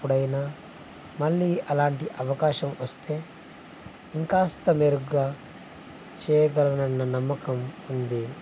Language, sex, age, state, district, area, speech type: Telugu, male, 18-30, Andhra Pradesh, Nandyal, urban, spontaneous